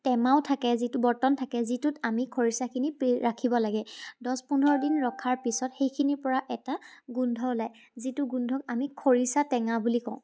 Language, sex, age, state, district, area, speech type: Assamese, female, 18-30, Assam, Charaideo, urban, spontaneous